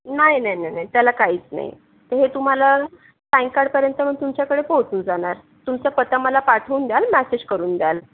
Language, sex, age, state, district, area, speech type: Marathi, female, 60+, Maharashtra, Akola, urban, conversation